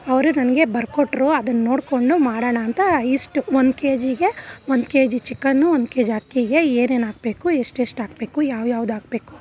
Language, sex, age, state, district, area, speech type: Kannada, female, 30-45, Karnataka, Bangalore Urban, urban, spontaneous